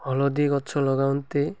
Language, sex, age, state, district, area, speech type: Odia, male, 18-30, Odisha, Malkangiri, urban, spontaneous